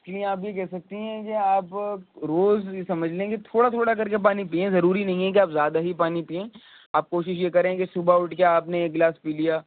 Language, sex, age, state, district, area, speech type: Urdu, male, 18-30, Uttar Pradesh, Rampur, urban, conversation